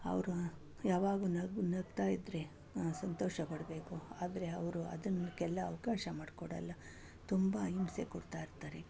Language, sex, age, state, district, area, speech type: Kannada, female, 45-60, Karnataka, Bangalore Urban, urban, spontaneous